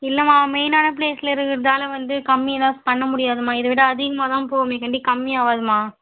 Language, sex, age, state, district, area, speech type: Tamil, female, 18-30, Tamil Nadu, Vellore, urban, conversation